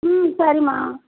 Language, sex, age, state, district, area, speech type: Tamil, female, 60+, Tamil Nadu, Perambalur, rural, conversation